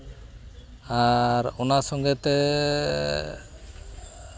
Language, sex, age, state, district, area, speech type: Santali, male, 60+, West Bengal, Malda, rural, spontaneous